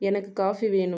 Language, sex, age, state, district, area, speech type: Tamil, female, 30-45, Tamil Nadu, Viluppuram, rural, read